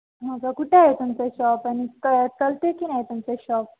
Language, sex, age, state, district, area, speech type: Marathi, female, 18-30, Maharashtra, Nanded, urban, conversation